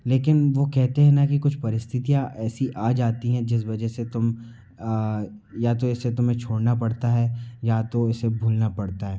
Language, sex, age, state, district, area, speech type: Hindi, male, 60+, Madhya Pradesh, Bhopal, urban, spontaneous